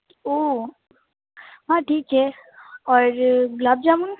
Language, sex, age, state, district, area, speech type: Urdu, female, 30-45, Uttar Pradesh, Lucknow, urban, conversation